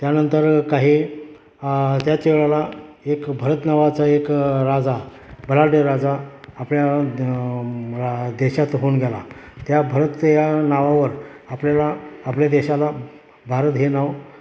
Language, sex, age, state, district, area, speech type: Marathi, male, 60+, Maharashtra, Satara, rural, spontaneous